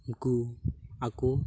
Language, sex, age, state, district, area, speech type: Santali, male, 18-30, West Bengal, Purulia, rural, spontaneous